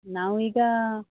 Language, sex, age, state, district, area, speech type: Kannada, female, 45-60, Karnataka, Dakshina Kannada, rural, conversation